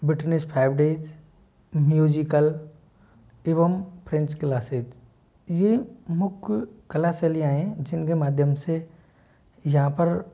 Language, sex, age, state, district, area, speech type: Hindi, male, 60+, Madhya Pradesh, Bhopal, urban, spontaneous